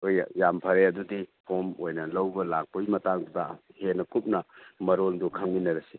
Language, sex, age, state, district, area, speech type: Manipuri, male, 45-60, Manipur, Churachandpur, rural, conversation